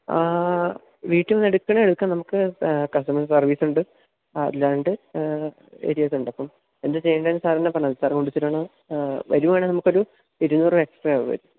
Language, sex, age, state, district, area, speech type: Malayalam, male, 18-30, Kerala, Idukki, rural, conversation